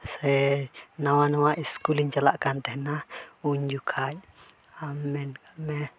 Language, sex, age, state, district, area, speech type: Santali, male, 18-30, Jharkhand, Pakur, rural, spontaneous